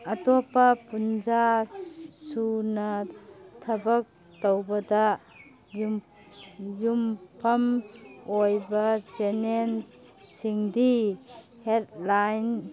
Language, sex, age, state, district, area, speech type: Manipuri, female, 45-60, Manipur, Kangpokpi, urban, read